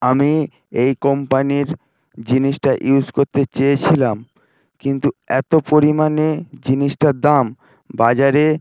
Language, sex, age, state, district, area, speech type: Bengali, male, 18-30, West Bengal, Paschim Medinipur, urban, spontaneous